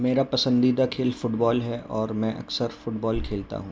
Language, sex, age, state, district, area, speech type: Urdu, male, 18-30, Delhi, North East Delhi, urban, spontaneous